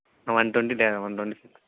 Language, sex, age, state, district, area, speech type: Telugu, male, 18-30, Andhra Pradesh, Kadapa, rural, conversation